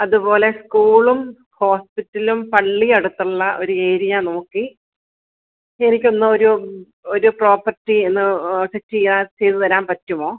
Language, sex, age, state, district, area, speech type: Malayalam, female, 45-60, Kerala, Kollam, rural, conversation